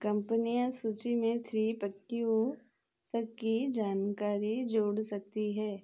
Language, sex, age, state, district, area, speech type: Hindi, female, 45-60, Madhya Pradesh, Chhindwara, rural, read